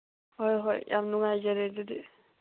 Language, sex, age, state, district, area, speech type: Manipuri, female, 18-30, Manipur, Senapati, rural, conversation